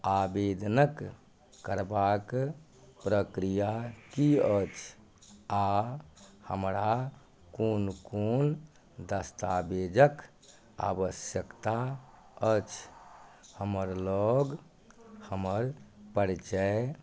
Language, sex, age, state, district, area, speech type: Maithili, male, 60+, Bihar, Madhubani, rural, read